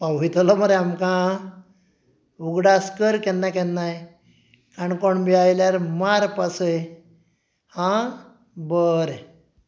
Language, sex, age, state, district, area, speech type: Goan Konkani, male, 45-60, Goa, Canacona, rural, spontaneous